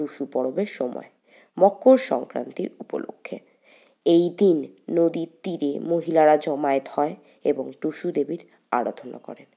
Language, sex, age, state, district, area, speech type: Bengali, female, 18-30, West Bengal, Paschim Bardhaman, urban, spontaneous